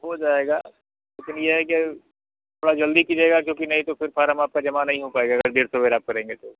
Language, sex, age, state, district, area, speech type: Hindi, male, 45-60, Uttar Pradesh, Mirzapur, urban, conversation